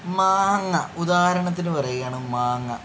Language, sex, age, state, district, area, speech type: Malayalam, male, 45-60, Kerala, Palakkad, rural, spontaneous